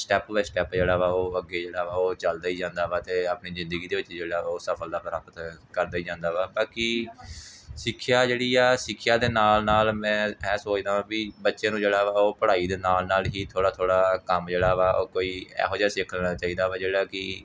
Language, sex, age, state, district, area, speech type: Punjabi, male, 18-30, Punjab, Gurdaspur, urban, spontaneous